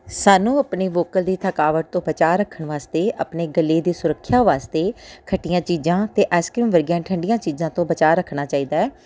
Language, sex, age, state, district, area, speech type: Punjabi, female, 30-45, Punjab, Tarn Taran, urban, spontaneous